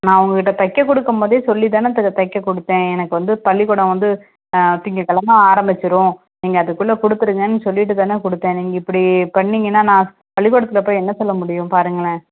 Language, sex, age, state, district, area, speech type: Tamil, female, 30-45, Tamil Nadu, Tirunelveli, rural, conversation